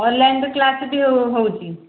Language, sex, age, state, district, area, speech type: Odia, female, 45-60, Odisha, Gajapati, rural, conversation